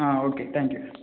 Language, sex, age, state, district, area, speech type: Tamil, male, 18-30, Tamil Nadu, Vellore, rural, conversation